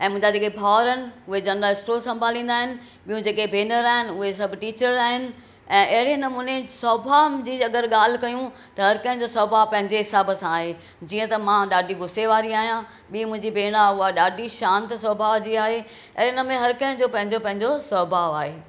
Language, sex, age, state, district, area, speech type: Sindhi, female, 60+, Maharashtra, Thane, urban, spontaneous